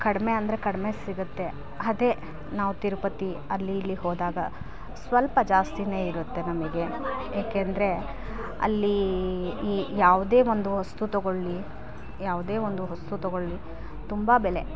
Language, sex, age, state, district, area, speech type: Kannada, female, 30-45, Karnataka, Vijayanagara, rural, spontaneous